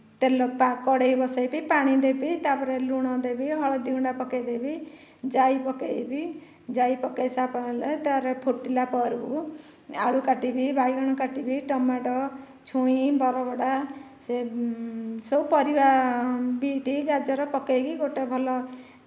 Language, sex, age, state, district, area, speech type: Odia, female, 45-60, Odisha, Dhenkanal, rural, spontaneous